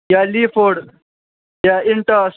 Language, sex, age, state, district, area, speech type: Kashmiri, male, 45-60, Jammu and Kashmir, Srinagar, urban, conversation